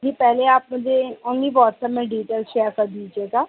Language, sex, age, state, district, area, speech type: Hindi, female, 18-30, Madhya Pradesh, Chhindwara, urban, conversation